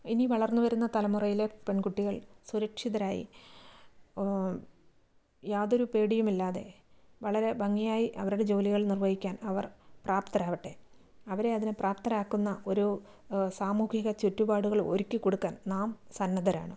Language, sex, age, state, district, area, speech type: Malayalam, female, 45-60, Kerala, Kasaragod, urban, spontaneous